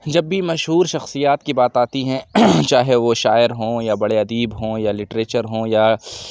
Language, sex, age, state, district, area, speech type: Urdu, male, 18-30, Uttar Pradesh, Lucknow, urban, spontaneous